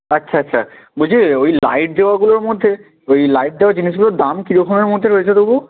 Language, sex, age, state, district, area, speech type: Bengali, male, 18-30, West Bengal, Purba Medinipur, rural, conversation